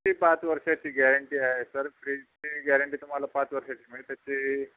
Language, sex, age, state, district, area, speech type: Marathi, male, 45-60, Maharashtra, Nanded, rural, conversation